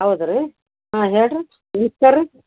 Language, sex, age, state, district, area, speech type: Kannada, female, 45-60, Karnataka, Gulbarga, urban, conversation